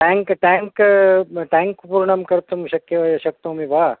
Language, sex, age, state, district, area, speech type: Sanskrit, male, 60+, Karnataka, Udupi, urban, conversation